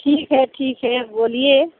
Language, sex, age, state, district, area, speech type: Hindi, female, 30-45, Uttar Pradesh, Mirzapur, rural, conversation